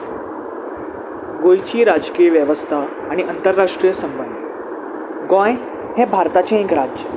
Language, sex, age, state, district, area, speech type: Goan Konkani, male, 18-30, Goa, Salcete, urban, spontaneous